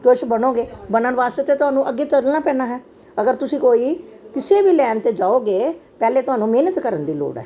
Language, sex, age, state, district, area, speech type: Punjabi, female, 60+, Punjab, Gurdaspur, urban, spontaneous